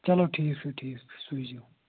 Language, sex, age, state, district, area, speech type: Kashmiri, male, 18-30, Jammu and Kashmir, Anantnag, rural, conversation